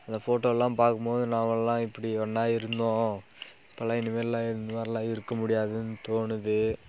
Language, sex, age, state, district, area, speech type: Tamil, male, 18-30, Tamil Nadu, Dharmapuri, rural, spontaneous